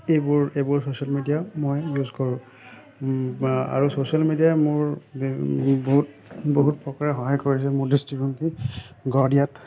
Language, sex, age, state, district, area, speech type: Assamese, male, 45-60, Assam, Nagaon, rural, spontaneous